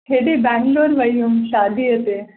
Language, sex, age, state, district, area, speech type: Sindhi, female, 18-30, Maharashtra, Mumbai Suburban, urban, conversation